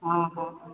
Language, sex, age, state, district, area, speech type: Odia, female, 30-45, Odisha, Balangir, urban, conversation